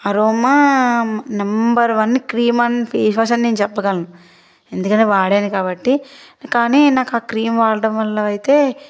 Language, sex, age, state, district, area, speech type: Telugu, female, 18-30, Andhra Pradesh, Palnadu, urban, spontaneous